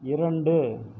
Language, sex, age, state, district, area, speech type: Tamil, male, 45-60, Tamil Nadu, Erode, rural, read